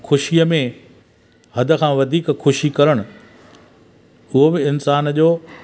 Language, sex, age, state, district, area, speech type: Sindhi, male, 60+, Gujarat, Junagadh, rural, spontaneous